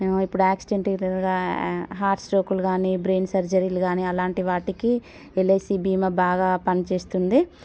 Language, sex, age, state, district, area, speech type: Telugu, female, 30-45, Telangana, Warangal, urban, spontaneous